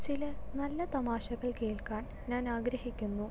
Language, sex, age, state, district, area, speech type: Malayalam, female, 18-30, Kerala, Palakkad, rural, read